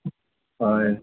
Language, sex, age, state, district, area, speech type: Goan Konkani, male, 45-60, Goa, Murmgao, rural, conversation